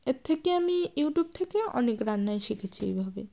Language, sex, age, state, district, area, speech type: Bengali, female, 45-60, West Bengal, Jalpaiguri, rural, spontaneous